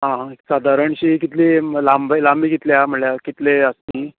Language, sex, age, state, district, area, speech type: Goan Konkani, male, 30-45, Goa, Canacona, rural, conversation